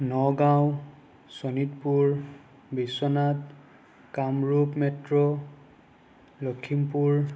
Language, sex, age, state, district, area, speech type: Assamese, male, 18-30, Assam, Nagaon, rural, spontaneous